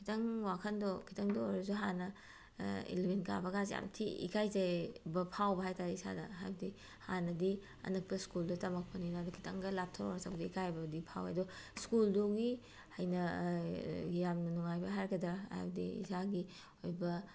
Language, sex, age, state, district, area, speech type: Manipuri, female, 45-60, Manipur, Bishnupur, rural, spontaneous